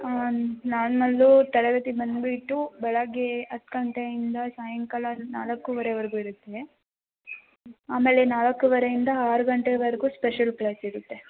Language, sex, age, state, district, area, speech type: Kannada, female, 18-30, Karnataka, Kolar, rural, conversation